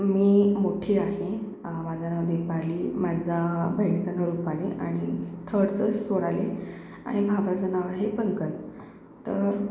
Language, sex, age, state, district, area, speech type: Marathi, female, 30-45, Maharashtra, Akola, urban, spontaneous